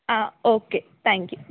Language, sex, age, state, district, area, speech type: Malayalam, female, 18-30, Kerala, Idukki, rural, conversation